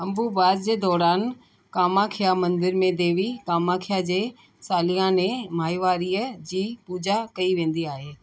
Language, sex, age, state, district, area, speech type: Sindhi, female, 60+, Delhi, South Delhi, urban, read